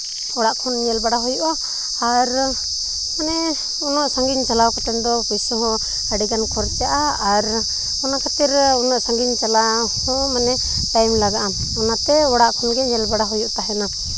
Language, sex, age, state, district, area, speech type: Santali, female, 18-30, Jharkhand, Seraikela Kharsawan, rural, spontaneous